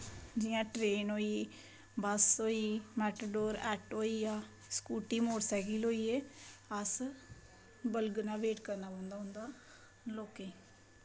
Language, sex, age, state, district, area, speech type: Dogri, female, 18-30, Jammu and Kashmir, Samba, rural, spontaneous